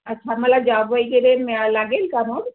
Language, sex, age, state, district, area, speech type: Marathi, female, 60+, Maharashtra, Nagpur, urban, conversation